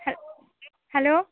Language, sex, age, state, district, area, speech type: Bengali, female, 30-45, West Bengal, Dakshin Dinajpur, rural, conversation